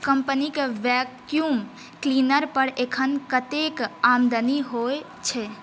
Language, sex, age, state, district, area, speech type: Maithili, female, 18-30, Bihar, Saharsa, rural, read